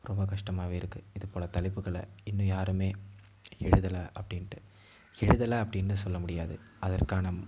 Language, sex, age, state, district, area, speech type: Tamil, male, 18-30, Tamil Nadu, Mayiladuthurai, urban, spontaneous